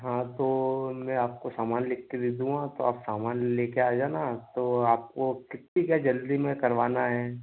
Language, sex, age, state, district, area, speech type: Hindi, male, 18-30, Madhya Pradesh, Ujjain, urban, conversation